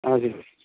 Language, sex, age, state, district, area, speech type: Nepali, male, 30-45, West Bengal, Darjeeling, rural, conversation